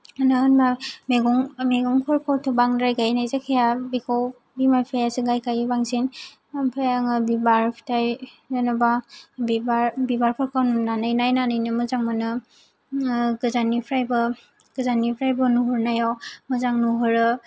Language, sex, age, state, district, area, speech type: Bodo, female, 18-30, Assam, Kokrajhar, rural, spontaneous